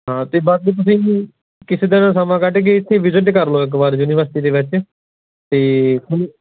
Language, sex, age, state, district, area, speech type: Punjabi, male, 18-30, Punjab, Patiala, rural, conversation